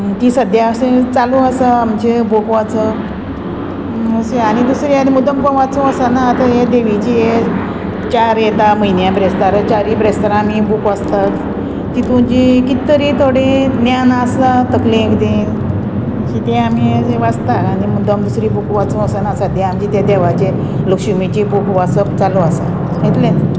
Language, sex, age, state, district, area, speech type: Goan Konkani, female, 45-60, Goa, Murmgao, rural, spontaneous